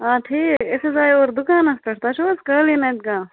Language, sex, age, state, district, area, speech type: Kashmiri, female, 30-45, Jammu and Kashmir, Budgam, rural, conversation